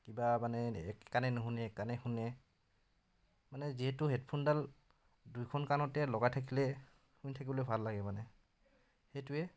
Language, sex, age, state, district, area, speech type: Assamese, male, 30-45, Assam, Dhemaji, rural, spontaneous